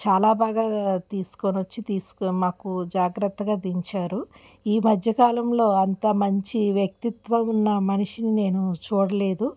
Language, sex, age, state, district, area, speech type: Telugu, female, 45-60, Andhra Pradesh, Alluri Sitarama Raju, rural, spontaneous